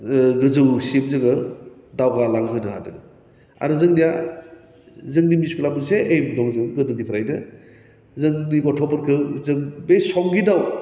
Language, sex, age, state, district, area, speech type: Bodo, male, 45-60, Assam, Baksa, urban, spontaneous